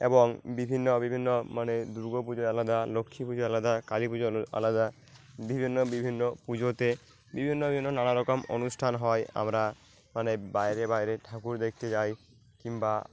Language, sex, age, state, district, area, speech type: Bengali, male, 18-30, West Bengal, Uttar Dinajpur, rural, spontaneous